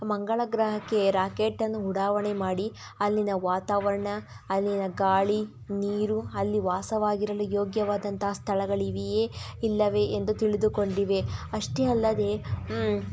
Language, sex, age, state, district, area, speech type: Kannada, female, 30-45, Karnataka, Tumkur, rural, spontaneous